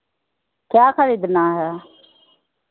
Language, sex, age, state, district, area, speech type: Hindi, female, 45-60, Bihar, Begusarai, urban, conversation